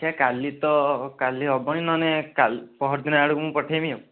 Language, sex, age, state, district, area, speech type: Odia, male, 18-30, Odisha, Kendujhar, urban, conversation